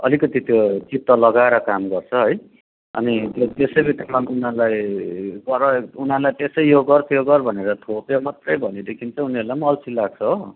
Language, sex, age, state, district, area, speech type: Nepali, male, 30-45, West Bengal, Darjeeling, rural, conversation